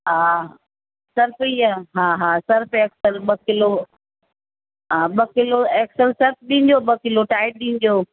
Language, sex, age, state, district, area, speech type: Sindhi, female, 60+, Uttar Pradesh, Lucknow, urban, conversation